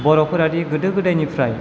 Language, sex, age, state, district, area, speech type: Bodo, male, 18-30, Assam, Chirang, rural, spontaneous